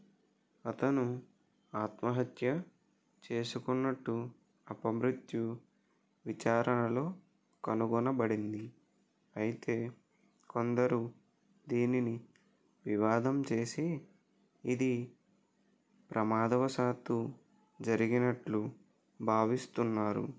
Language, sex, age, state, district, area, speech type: Telugu, male, 60+, Andhra Pradesh, West Godavari, rural, read